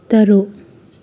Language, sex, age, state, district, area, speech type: Manipuri, female, 18-30, Manipur, Kakching, rural, read